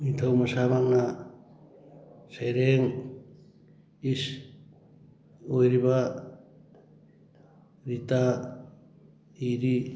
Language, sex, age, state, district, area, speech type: Manipuri, male, 60+, Manipur, Churachandpur, urban, read